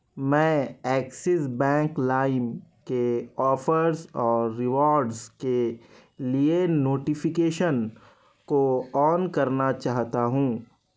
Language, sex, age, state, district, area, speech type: Urdu, male, 30-45, Telangana, Hyderabad, urban, read